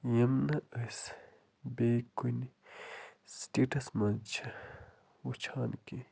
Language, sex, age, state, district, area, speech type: Kashmiri, male, 30-45, Jammu and Kashmir, Budgam, rural, spontaneous